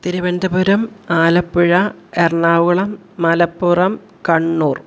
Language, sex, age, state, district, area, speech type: Malayalam, female, 45-60, Kerala, Kollam, rural, spontaneous